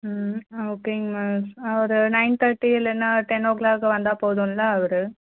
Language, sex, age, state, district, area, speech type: Tamil, female, 60+, Tamil Nadu, Cuddalore, urban, conversation